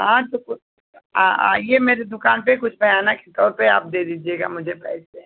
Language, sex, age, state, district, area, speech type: Hindi, female, 45-60, Uttar Pradesh, Ghazipur, rural, conversation